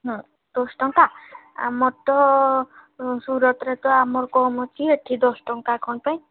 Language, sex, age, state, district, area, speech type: Odia, female, 45-60, Odisha, Sundergarh, rural, conversation